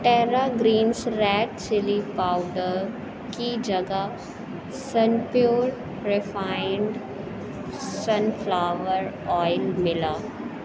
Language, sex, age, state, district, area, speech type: Urdu, female, 30-45, Uttar Pradesh, Aligarh, urban, read